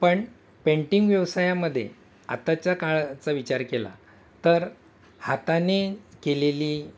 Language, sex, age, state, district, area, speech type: Marathi, male, 60+, Maharashtra, Thane, rural, spontaneous